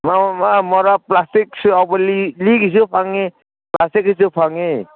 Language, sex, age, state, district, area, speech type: Manipuri, male, 60+, Manipur, Kangpokpi, urban, conversation